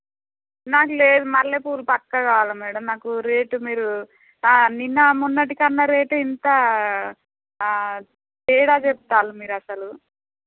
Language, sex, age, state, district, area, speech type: Telugu, female, 30-45, Telangana, Warangal, rural, conversation